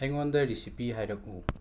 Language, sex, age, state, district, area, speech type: Manipuri, male, 60+, Manipur, Imphal West, urban, read